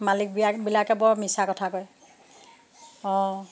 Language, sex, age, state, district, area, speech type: Assamese, female, 45-60, Assam, Jorhat, urban, spontaneous